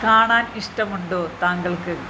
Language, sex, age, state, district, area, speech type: Malayalam, female, 45-60, Kerala, Malappuram, urban, read